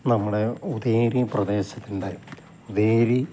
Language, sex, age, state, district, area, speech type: Malayalam, male, 60+, Kerala, Idukki, rural, spontaneous